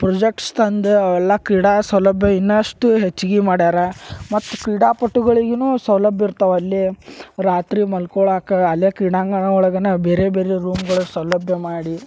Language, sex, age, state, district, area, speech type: Kannada, male, 30-45, Karnataka, Gadag, rural, spontaneous